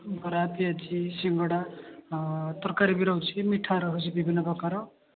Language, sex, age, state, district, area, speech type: Odia, male, 18-30, Odisha, Puri, urban, conversation